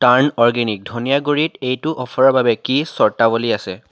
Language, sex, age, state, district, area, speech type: Assamese, male, 18-30, Assam, Charaideo, urban, read